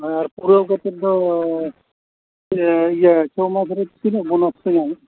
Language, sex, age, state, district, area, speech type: Santali, male, 45-60, Odisha, Mayurbhanj, rural, conversation